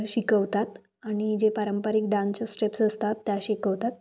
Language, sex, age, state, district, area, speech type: Marathi, female, 18-30, Maharashtra, Kolhapur, rural, spontaneous